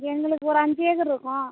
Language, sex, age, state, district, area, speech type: Tamil, female, 60+, Tamil Nadu, Cuddalore, rural, conversation